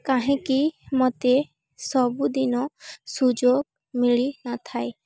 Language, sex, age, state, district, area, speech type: Odia, female, 18-30, Odisha, Balangir, urban, spontaneous